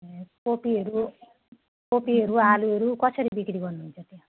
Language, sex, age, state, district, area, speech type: Nepali, female, 45-60, West Bengal, Jalpaiguri, rural, conversation